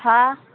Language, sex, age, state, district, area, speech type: Gujarati, female, 30-45, Gujarat, Morbi, rural, conversation